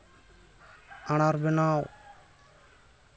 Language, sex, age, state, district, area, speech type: Santali, male, 30-45, West Bengal, Jhargram, rural, spontaneous